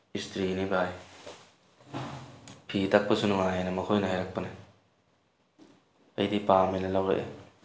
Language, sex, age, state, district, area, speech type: Manipuri, male, 18-30, Manipur, Tengnoupal, rural, spontaneous